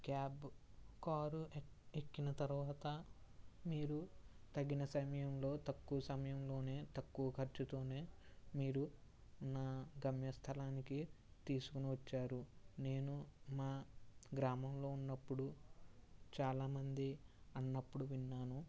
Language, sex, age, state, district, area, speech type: Telugu, male, 30-45, Andhra Pradesh, Eluru, rural, spontaneous